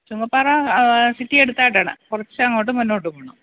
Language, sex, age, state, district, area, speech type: Malayalam, female, 45-60, Kerala, Pathanamthitta, rural, conversation